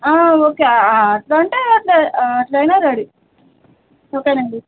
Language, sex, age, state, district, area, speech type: Telugu, female, 30-45, Telangana, Nizamabad, urban, conversation